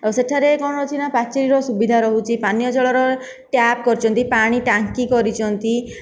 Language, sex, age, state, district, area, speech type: Odia, female, 18-30, Odisha, Nayagarh, rural, spontaneous